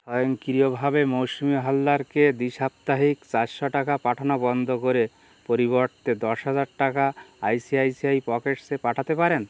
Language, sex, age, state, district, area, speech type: Bengali, male, 60+, West Bengal, North 24 Parganas, rural, read